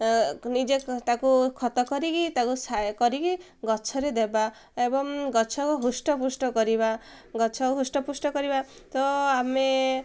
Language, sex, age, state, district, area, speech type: Odia, female, 18-30, Odisha, Ganjam, urban, spontaneous